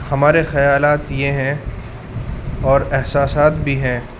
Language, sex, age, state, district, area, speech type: Urdu, male, 30-45, Uttar Pradesh, Muzaffarnagar, urban, spontaneous